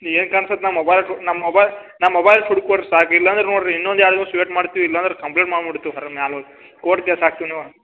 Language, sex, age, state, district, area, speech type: Kannada, male, 30-45, Karnataka, Belgaum, rural, conversation